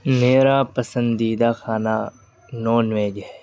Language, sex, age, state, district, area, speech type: Urdu, male, 18-30, Uttar Pradesh, Ghaziabad, urban, spontaneous